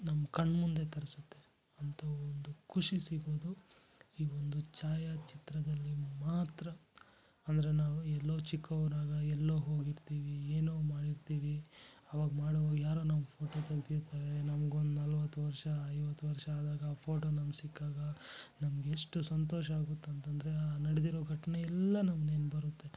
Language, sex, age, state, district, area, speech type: Kannada, male, 60+, Karnataka, Kolar, rural, spontaneous